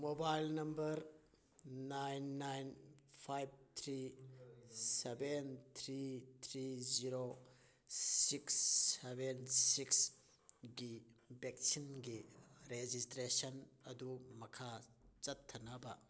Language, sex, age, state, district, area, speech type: Manipuri, male, 30-45, Manipur, Thoubal, rural, read